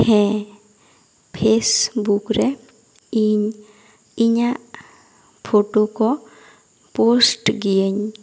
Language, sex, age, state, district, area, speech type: Santali, female, 18-30, West Bengal, Bankura, rural, spontaneous